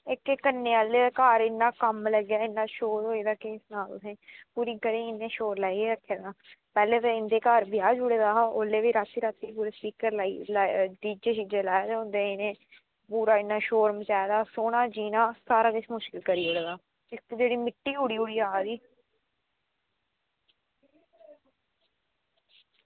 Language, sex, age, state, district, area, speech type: Dogri, female, 30-45, Jammu and Kashmir, Reasi, urban, conversation